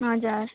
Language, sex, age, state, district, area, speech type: Nepali, female, 18-30, West Bengal, Jalpaiguri, urban, conversation